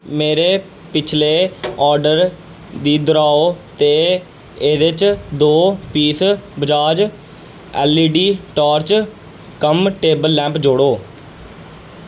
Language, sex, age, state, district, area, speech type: Dogri, male, 18-30, Jammu and Kashmir, Jammu, rural, read